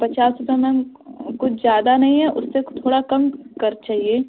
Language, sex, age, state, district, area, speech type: Hindi, female, 18-30, Uttar Pradesh, Azamgarh, rural, conversation